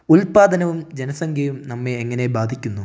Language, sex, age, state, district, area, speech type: Malayalam, male, 18-30, Kerala, Wayanad, rural, read